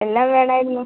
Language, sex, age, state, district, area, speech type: Malayalam, female, 18-30, Kerala, Wayanad, rural, conversation